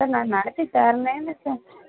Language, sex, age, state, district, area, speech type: Tamil, female, 30-45, Tamil Nadu, Nilgiris, urban, conversation